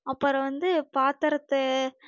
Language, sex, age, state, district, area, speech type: Tamil, female, 18-30, Tamil Nadu, Nagapattinam, rural, spontaneous